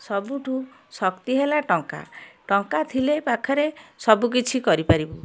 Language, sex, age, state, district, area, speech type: Odia, female, 45-60, Odisha, Kendujhar, urban, spontaneous